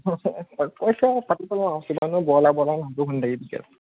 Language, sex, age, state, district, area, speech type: Assamese, male, 30-45, Assam, Morigaon, rural, conversation